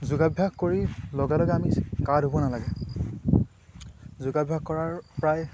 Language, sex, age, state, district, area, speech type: Assamese, male, 18-30, Assam, Lakhimpur, rural, spontaneous